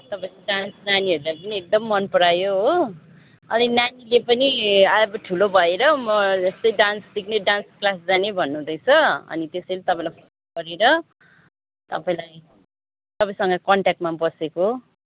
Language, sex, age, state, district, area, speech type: Nepali, female, 30-45, West Bengal, Kalimpong, rural, conversation